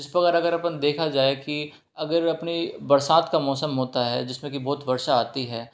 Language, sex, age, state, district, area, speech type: Hindi, male, 18-30, Rajasthan, Jaipur, urban, spontaneous